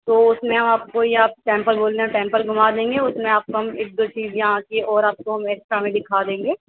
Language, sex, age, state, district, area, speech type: Urdu, female, 18-30, Uttar Pradesh, Gautam Buddha Nagar, rural, conversation